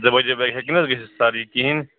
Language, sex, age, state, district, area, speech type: Kashmiri, male, 30-45, Jammu and Kashmir, Srinagar, urban, conversation